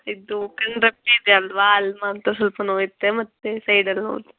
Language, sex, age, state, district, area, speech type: Kannada, female, 18-30, Karnataka, Kolar, rural, conversation